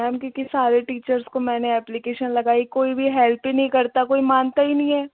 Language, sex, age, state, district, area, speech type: Hindi, female, 18-30, Rajasthan, Jaipur, urban, conversation